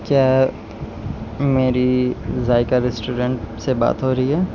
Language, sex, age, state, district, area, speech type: Urdu, male, 18-30, Uttar Pradesh, Siddharthnagar, rural, spontaneous